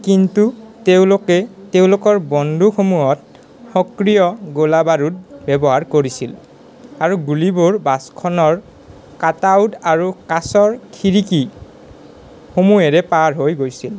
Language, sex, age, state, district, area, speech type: Assamese, male, 18-30, Assam, Nalbari, rural, read